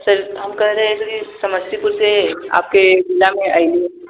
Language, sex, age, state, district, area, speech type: Maithili, male, 18-30, Bihar, Sitamarhi, rural, conversation